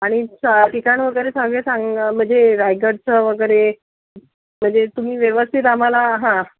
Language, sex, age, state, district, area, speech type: Marathi, female, 45-60, Maharashtra, Mumbai Suburban, urban, conversation